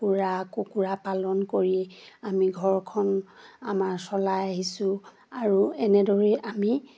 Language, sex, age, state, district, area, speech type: Assamese, female, 30-45, Assam, Charaideo, rural, spontaneous